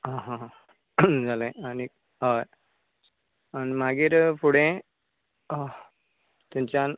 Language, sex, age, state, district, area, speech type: Goan Konkani, male, 30-45, Goa, Canacona, rural, conversation